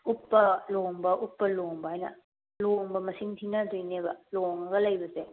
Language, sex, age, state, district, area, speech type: Manipuri, female, 30-45, Manipur, Kangpokpi, urban, conversation